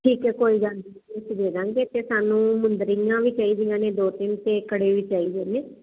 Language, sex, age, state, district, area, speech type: Punjabi, female, 30-45, Punjab, Firozpur, rural, conversation